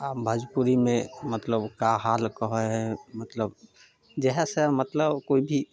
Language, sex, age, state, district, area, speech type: Maithili, male, 18-30, Bihar, Samastipur, rural, spontaneous